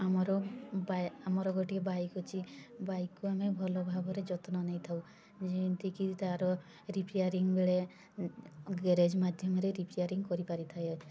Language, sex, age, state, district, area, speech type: Odia, female, 18-30, Odisha, Mayurbhanj, rural, spontaneous